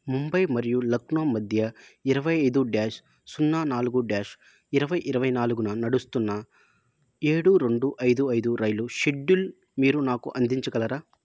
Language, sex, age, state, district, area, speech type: Telugu, male, 18-30, Andhra Pradesh, Nellore, rural, read